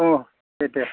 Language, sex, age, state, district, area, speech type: Bodo, male, 60+, Assam, Chirang, rural, conversation